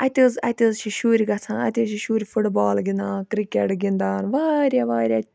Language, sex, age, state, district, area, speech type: Kashmiri, female, 30-45, Jammu and Kashmir, Ganderbal, rural, spontaneous